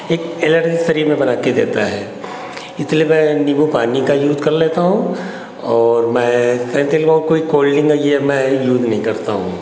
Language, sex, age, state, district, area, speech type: Hindi, male, 60+, Uttar Pradesh, Hardoi, rural, spontaneous